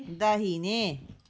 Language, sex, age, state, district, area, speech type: Nepali, female, 30-45, West Bengal, Darjeeling, rural, read